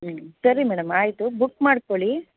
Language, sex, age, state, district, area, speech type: Kannada, female, 30-45, Karnataka, Bangalore Rural, rural, conversation